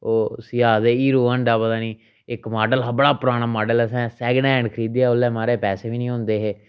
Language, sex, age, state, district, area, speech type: Dogri, male, 30-45, Jammu and Kashmir, Reasi, rural, spontaneous